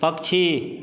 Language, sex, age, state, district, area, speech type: Hindi, male, 30-45, Bihar, Vaishali, rural, read